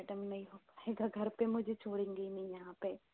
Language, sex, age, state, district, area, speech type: Hindi, female, 60+, Madhya Pradesh, Bhopal, rural, conversation